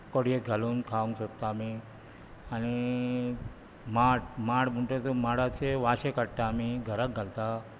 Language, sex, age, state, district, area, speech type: Goan Konkani, male, 45-60, Goa, Bardez, rural, spontaneous